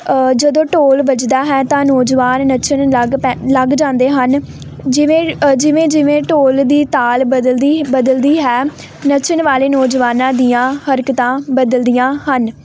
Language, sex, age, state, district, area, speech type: Punjabi, female, 18-30, Punjab, Hoshiarpur, rural, spontaneous